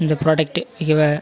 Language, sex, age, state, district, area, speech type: Tamil, male, 18-30, Tamil Nadu, Kallakurichi, rural, spontaneous